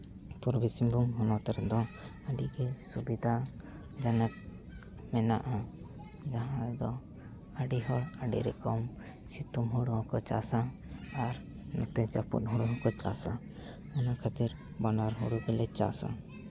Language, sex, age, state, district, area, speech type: Santali, male, 18-30, Jharkhand, East Singhbhum, rural, spontaneous